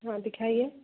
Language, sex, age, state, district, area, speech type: Hindi, female, 18-30, Uttar Pradesh, Prayagraj, urban, conversation